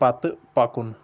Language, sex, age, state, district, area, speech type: Kashmiri, male, 18-30, Jammu and Kashmir, Shopian, urban, read